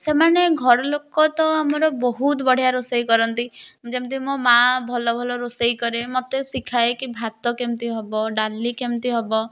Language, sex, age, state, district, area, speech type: Odia, female, 18-30, Odisha, Puri, urban, spontaneous